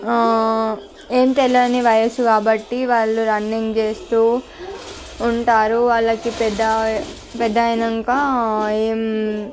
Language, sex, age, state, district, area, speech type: Telugu, female, 45-60, Andhra Pradesh, Visakhapatnam, urban, spontaneous